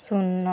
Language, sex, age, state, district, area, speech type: Odia, female, 45-60, Odisha, Kalahandi, rural, read